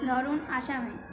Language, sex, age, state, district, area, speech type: Bengali, female, 18-30, West Bengal, Birbhum, urban, spontaneous